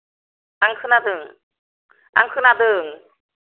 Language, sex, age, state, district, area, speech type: Bodo, female, 30-45, Assam, Kokrajhar, rural, conversation